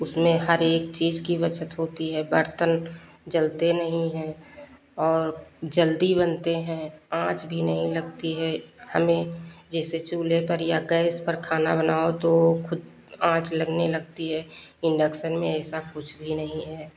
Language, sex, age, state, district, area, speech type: Hindi, female, 45-60, Uttar Pradesh, Lucknow, rural, spontaneous